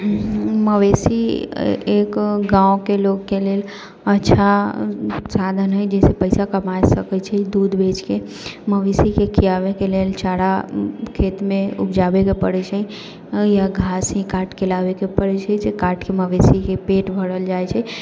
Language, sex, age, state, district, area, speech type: Maithili, female, 18-30, Bihar, Sitamarhi, rural, spontaneous